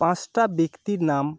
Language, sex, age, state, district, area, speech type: Bengali, male, 30-45, West Bengal, North 24 Parganas, urban, spontaneous